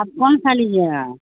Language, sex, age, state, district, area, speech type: Urdu, female, 60+, Bihar, Supaul, rural, conversation